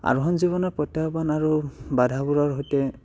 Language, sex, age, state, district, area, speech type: Assamese, male, 18-30, Assam, Barpeta, rural, spontaneous